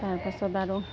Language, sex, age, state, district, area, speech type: Assamese, female, 30-45, Assam, Goalpara, rural, spontaneous